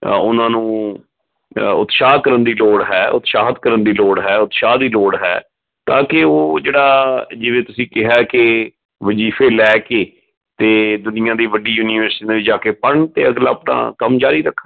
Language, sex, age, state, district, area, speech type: Punjabi, male, 45-60, Punjab, Fatehgarh Sahib, urban, conversation